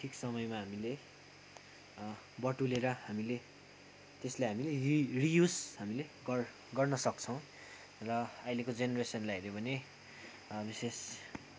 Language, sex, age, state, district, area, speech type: Nepali, male, 18-30, West Bengal, Kalimpong, rural, spontaneous